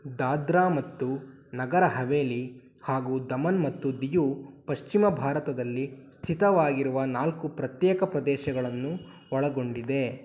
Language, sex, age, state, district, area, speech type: Kannada, male, 18-30, Karnataka, Tumkur, rural, read